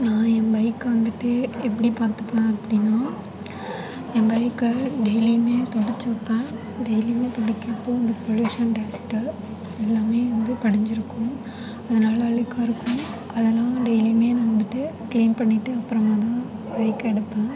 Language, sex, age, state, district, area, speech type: Tamil, female, 18-30, Tamil Nadu, Tiruvarur, rural, spontaneous